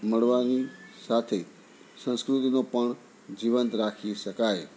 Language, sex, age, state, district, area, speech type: Gujarati, male, 60+, Gujarat, Anand, urban, spontaneous